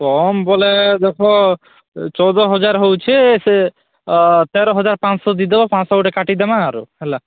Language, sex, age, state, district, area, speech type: Odia, male, 30-45, Odisha, Kalahandi, rural, conversation